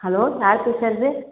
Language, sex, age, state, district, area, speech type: Tamil, female, 18-30, Tamil Nadu, Cuddalore, rural, conversation